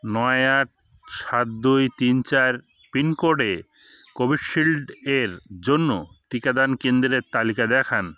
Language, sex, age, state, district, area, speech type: Bengali, male, 45-60, West Bengal, Hooghly, urban, read